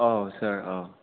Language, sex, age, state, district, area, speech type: Bodo, male, 45-60, Assam, Chirang, urban, conversation